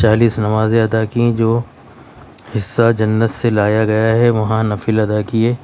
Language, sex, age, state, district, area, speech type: Urdu, male, 60+, Delhi, Central Delhi, urban, spontaneous